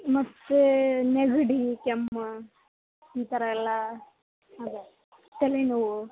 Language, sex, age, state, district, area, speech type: Kannada, female, 18-30, Karnataka, Dharwad, urban, conversation